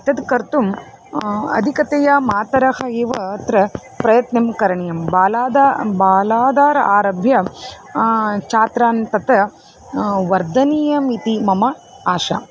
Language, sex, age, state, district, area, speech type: Sanskrit, female, 30-45, Karnataka, Dharwad, urban, spontaneous